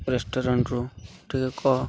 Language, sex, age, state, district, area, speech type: Odia, male, 18-30, Odisha, Malkangiri, urban, spontaneous